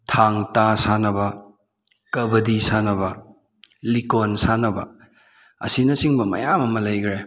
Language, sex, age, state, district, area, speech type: Manipuri, male, 18-30, Manipur, Kakching, rural, spontaneous